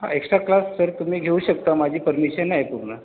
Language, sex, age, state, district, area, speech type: Marathi, male, 30-45, Maharashtra, Washim, rural, conversation